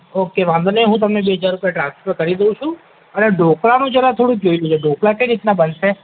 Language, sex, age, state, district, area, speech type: Gujarati, male, 18-30, Gujarat, Ahmedabad, urban, conversation